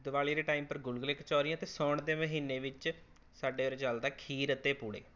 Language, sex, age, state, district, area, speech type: Punjabi, male, 18-30, Punjab, Rupnagar, rural, spontaneous